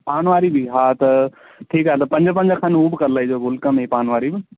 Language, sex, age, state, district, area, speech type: Sindhi, male, 18-30, Gujarat, Kutch, urban, conversation